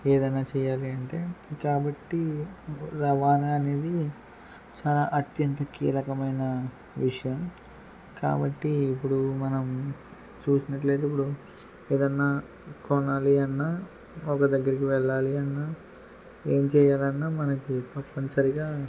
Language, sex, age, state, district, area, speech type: Telugu, male, 18-30, Andhra Pradesh, Eluru, rural, spontaneous